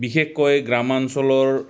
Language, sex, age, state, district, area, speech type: Assamese, male, 45-60, Assam, Goalpara, rural, spontaneous